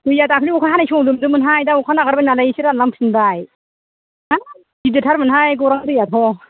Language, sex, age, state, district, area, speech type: Bodo, female, 60+, Assam, Kokrajhar, rural, conversation